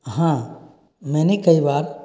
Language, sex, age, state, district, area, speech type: Hindi, male, 60+, Rajasthan, Karauli, rural, spontaneous